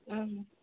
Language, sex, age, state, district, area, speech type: Manipuri, female, 30-45, Manipur, Imphal East, rural, conversation